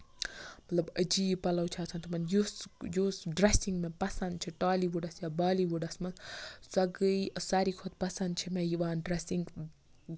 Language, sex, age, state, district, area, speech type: Kashmiri, female, 18-30, Jammu and Kashmir, Baramulla, rural, spontaneous